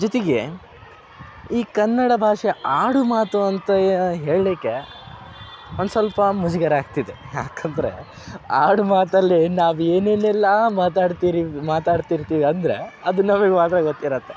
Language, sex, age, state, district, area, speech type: Kannada, male, 18-30, Karnataka, Dharwad, urban, spontaneous